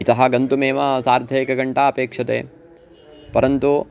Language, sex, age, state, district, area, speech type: Sanskrit, male, 18-30, Karnataka, Uttara Kannada, rural, spontaneous